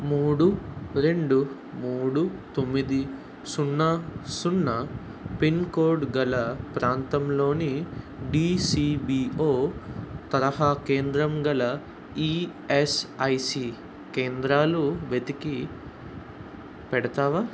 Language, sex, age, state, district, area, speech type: Telugu, male, 18-30, Andhra Pradesh, Visakhapatnam, urban, read